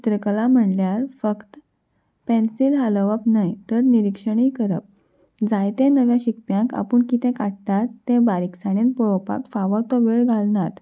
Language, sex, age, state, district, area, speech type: Goan Konkani, female, 18-30, Goa, Salcete, urban, spontaneous